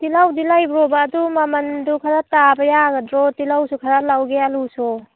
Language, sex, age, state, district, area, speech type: Manipuri, female, 30-45, Manipur, Tengnoupal, rural, conversation